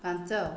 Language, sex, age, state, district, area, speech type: Odia, female, 45-60, Odisha, Dhenkanal, rural, read